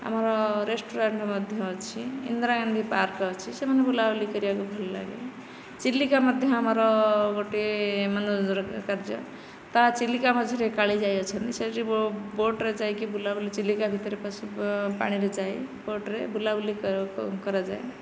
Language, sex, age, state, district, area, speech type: Odia, female, 45-60, Odisha, Nayagarh, rural, spontaneous